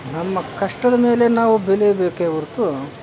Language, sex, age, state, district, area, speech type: Kannada, male, 60+, Karnataka, Kodagu, rural, spontaneous